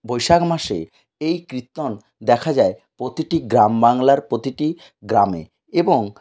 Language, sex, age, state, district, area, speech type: Bengali, male, 60+, West Bengal, Purulia, rural, spontaneous